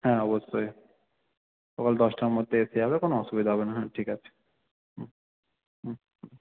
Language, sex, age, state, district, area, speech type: Bengali, male, 18-30, West Bengal, South 24 Parganas, rural, conversation